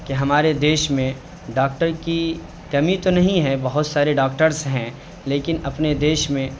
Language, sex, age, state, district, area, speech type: Urdu, male, 30-45, Bihar, Saharsa, urban, spontaneous